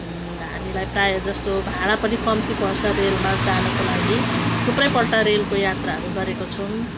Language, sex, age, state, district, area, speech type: Nepali, female, 45-60, West Bengal, Jalpaiguri, urban, spontaneous